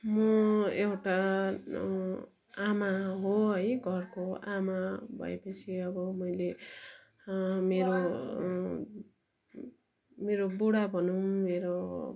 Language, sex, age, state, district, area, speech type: Nepali, female, 45-60, West Bengal, Darjeeling, rural, spontaneous